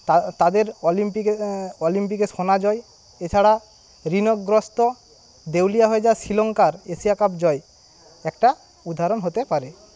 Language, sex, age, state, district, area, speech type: Bengali, male, 30-45, West Bengal, Paschim Medinipur, rural, spontaneous